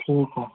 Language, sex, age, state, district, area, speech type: Marathi, male, 18-30, Maharashtra, Yavatmal, rural, conversation